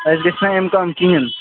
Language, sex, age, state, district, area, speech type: Kashmiri, male, 45-60, Jammu and Kashmir, Srinagar, urban, conversation